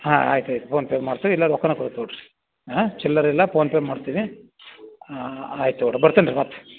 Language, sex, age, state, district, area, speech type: Kannada, male, 60+, Karnataka, Dharwad, rural, conversation